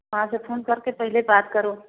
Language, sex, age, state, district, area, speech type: Hindi, female, 30-45, Uttar Pradesh, Prayagraj, rural, conversation